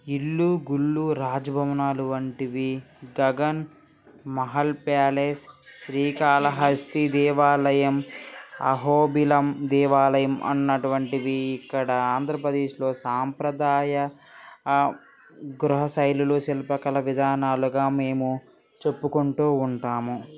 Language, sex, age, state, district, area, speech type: Telugu, male, 18-30, Andhra Pradesh, Srikakulam, urban, spontaneous